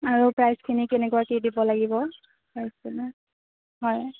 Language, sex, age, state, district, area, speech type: Assamese, female, 18-30, Assam, Kamrup Metropolitan, urban, conversation